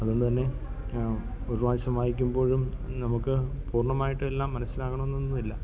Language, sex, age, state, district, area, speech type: Malayalam, male, 30-45, Kerala, Kollam, rural, spontaneous